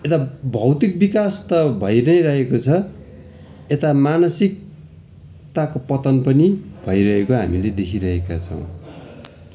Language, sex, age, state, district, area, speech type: Nepali, male, 45-60, West Bengal, Darjeeling, rural, spontaneous